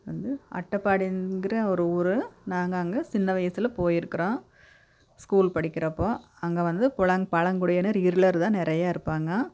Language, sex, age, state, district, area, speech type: Tamil, female, 45-60, Tamil Nadu, Coimbatore, urban, spontaneous